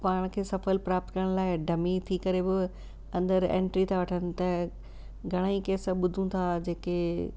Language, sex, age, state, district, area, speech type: Sindhi, female, 60+, Rajasthan, Ajmer, urban, spontaneous